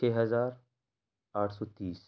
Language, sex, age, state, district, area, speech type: Urdu, male, 18-30, Uttar Pradesh, Ghaziabad, urban, spontaneous